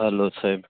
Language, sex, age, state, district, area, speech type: Gujarati, male, 18-30, Gujarat, Rajkot, rural, conversation